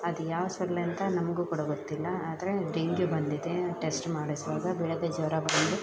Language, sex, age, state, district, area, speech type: Kannada, female, 30-45, Karnataka, Dakshina Kannada, rural, spontaneous